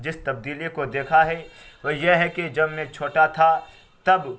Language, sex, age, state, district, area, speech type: Urdu, male, 18-30, Bihar, Araria, rural, spontaneous